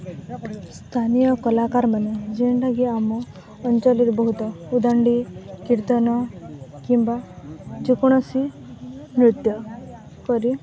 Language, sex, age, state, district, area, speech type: Odia, female, 18-30, Odisha, Balangir, urban, spontaneous